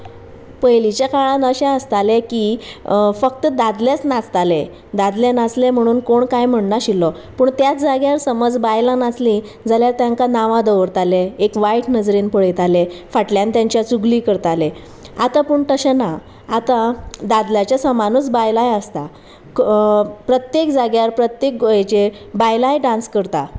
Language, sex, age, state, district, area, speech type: Goan Konkani, female, 30-45, Goa, Sanguem, rural, spontaneous